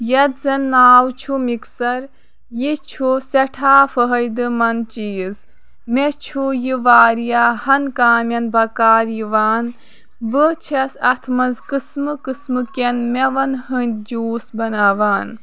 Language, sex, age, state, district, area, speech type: Kashmiri, female, 18-30, Jammu and Kashmir, Kulgam, rural, spontaneous